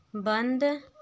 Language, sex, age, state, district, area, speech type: Hindi, female, 18-30, Uttar Pradesh, Varanasi, rural, read